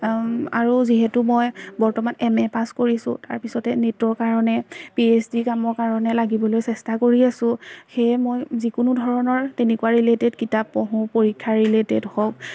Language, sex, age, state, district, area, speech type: Assamese, female, 18-30, Assam, Majuli, urban, spontaneous